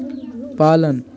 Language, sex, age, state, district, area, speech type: Hindi, male, 18-30, Bihar, Muzaffarpur, rural, read